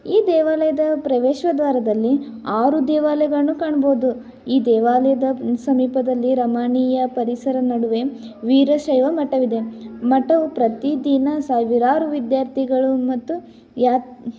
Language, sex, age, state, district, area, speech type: Kannada, female, 18-30, Karnataka, Tumkur, rural, spontaneous